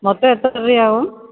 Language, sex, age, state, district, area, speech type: Malayalam, female, 30-45, Kerala, Idukki, rural, conversation